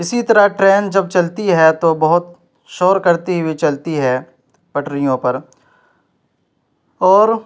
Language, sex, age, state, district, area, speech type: Urdu, male, 18-30, Uttar Pradesh, Ghaziabad, urban, spontaneous